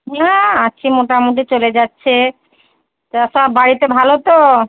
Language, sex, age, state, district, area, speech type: Bengali, female, 30-45, West Bengal, Murshidabad, rural, conversation